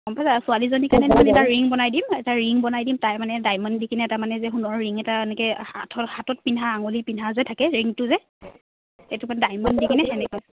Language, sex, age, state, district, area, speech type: Assamese, female, 18-30, Assam, Charaideo, rural, conversation